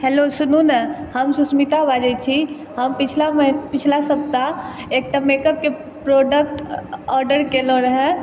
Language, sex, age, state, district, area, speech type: Maithili, female, 18-30, Bihar, Purnia, urban, spontaneous